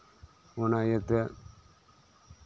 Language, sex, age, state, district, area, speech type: Santali, male, 30-45, West Bengal, Birbhum, rural, spontaneous